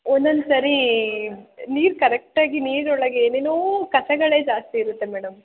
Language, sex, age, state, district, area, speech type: Kannada, female, 18-30, Karnataka, Chikkamagaluru, rural, conversation